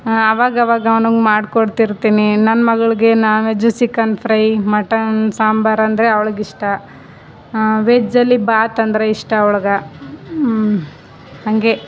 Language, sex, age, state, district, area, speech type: Kannada, female, 30-45, Karnataka, Chamarajanagar, rural, spontaneous